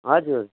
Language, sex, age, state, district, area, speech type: Nepali, female, 45-60, West Bengal, Darjeeling, rural, conversation